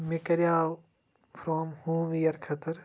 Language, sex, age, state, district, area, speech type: Kashmiri, male, 18-30, Jammu and Kashmir, Kupwara, rural, spontaneous